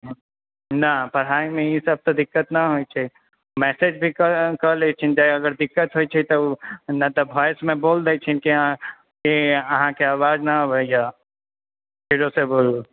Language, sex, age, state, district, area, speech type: Maithili, male, 18-30, Bihar, Purnia, rural, conversation